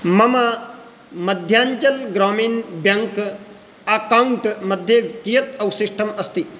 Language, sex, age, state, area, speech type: Sanskrit, male, 30-45, Rajasthan, urban, read